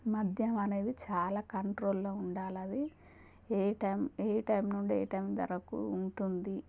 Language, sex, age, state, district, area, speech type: Telugu, female, 30-45, Telangana, Warangal, rural, spontaneous